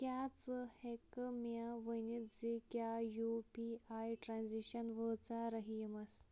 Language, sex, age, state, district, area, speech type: Kashmiri, female, 18-30, Jammu and Kashmir, Shopian, rural, read